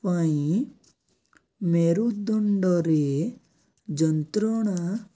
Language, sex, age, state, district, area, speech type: Odia, male, 18-30, Odisha, Nabarangpur, urban, spontaneous